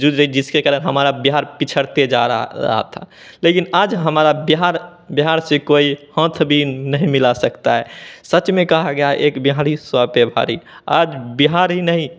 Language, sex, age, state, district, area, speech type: Hindi, male, 18-30, Bihar, Begusarai, rural, spontaneous